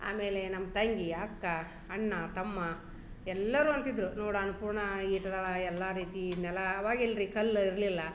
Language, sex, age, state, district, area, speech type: Kannada, female, 30-45, Karnataka, Dharwad, urban, spontaneous